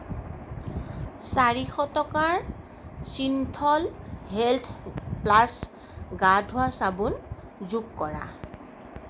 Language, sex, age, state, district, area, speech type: Assamese, female, 45-60, Assam, Sonitpur, urban, read